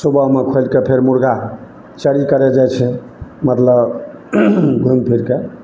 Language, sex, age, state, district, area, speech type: Maithili, male, 60+, Bihar, Madhepura, urban, spontaneous